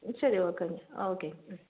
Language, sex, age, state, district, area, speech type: Tamil, female, 45-60, Tamil Nadu, Salem, rural, conversation